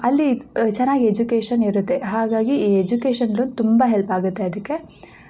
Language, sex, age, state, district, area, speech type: Kannada, female, 18-30, Karnataka, Chikkamagaluru, rural, spontaneous